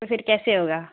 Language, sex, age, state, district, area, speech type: Urdu, female, 30-45, Bihar, Darbhanga, rural, conversation